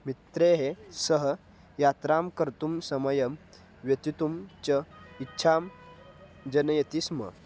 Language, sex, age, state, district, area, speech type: Sanskrit, male, 18-30, Maharashtra, Kolhapur, rural, spontaneous